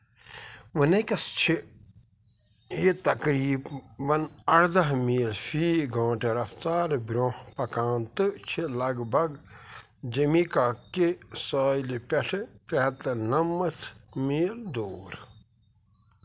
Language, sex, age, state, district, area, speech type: Kashmiri, male, 45-60, Jammu and Kashmir, Pulwama, rural, read